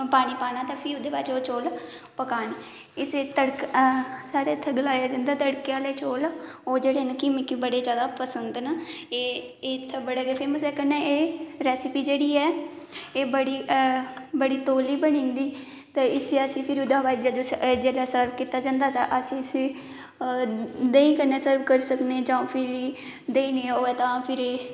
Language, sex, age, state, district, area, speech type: Dogri, female, 18-30, Jammu and Kashmir, Kathua, rural, spontaneous